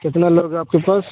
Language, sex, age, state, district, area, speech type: Urdu, male, 45-60, Bihar, Khagaria, rural, conversation